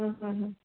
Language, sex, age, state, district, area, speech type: Assamese, female, 18-30, Assam, Goalpara, urban, conversation